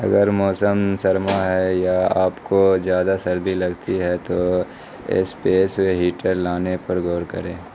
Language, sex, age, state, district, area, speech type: Urdu, male, 18-30, Bihar, Supaul, rural, read